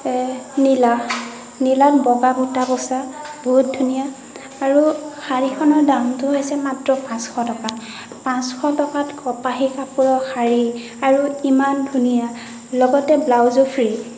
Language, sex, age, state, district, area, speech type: Assamese, female, 60+, Assam, Nagaon, rural, spontaneous